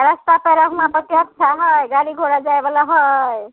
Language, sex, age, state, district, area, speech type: Maithili, female, 45-60, Bihar, Muzaffarpur, rural, conversation